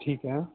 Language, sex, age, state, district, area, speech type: Hindi, male, 30-45, Bihar, Darbhanga, rural, conversation